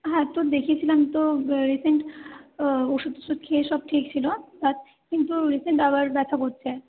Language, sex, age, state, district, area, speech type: Bengali, female, 30-45, West Bengal, Paschim Bardhaman, urban, conversation